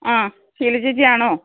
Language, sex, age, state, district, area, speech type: Malayalam, female, 60+, Kerala, Alappuzha, rural, conversation